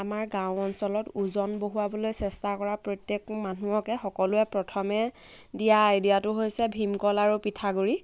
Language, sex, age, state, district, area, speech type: Assamese, female, 18-30, Assam, Lakhimpur, rural, spontaneous